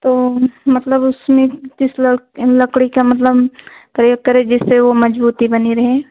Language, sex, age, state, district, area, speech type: Hindi, female, 45-60, Uttar Pradesh, Ayodhya, rural, conversation